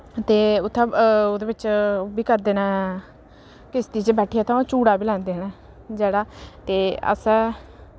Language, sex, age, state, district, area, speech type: Dogri, female, 18-30, Jammu and Kashmir, Samba, rural, spontaneous